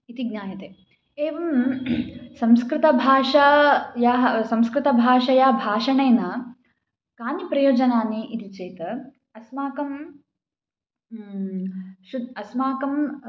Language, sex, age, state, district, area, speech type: Sanskrit, female, 18-30, Karnataka, Chikkamagaluru, urban, spontaneous